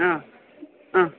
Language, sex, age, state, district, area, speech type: Malayalam, female, 30-45, Kerala, Kottayam, urban, conversation